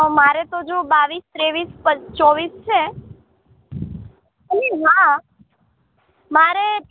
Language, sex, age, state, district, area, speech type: Gujarati, female, 30-45, Gujarat, Morbi, urban, conversation